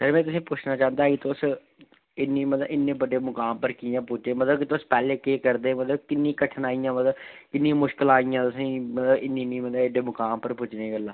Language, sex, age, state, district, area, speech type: Dogri, male, 18-30, Jammu and Kashmir, Udhampur, rural, conversation